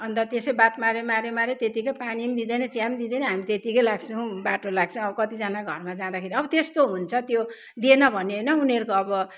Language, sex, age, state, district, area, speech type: Nepali, male, 60+, West Bengal, Kalimpong, rural, spontaneous